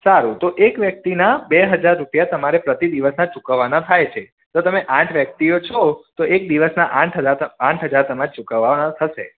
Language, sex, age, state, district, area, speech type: Gujarati, male, 30-45, Gujarat, Mehsana, rural, conversation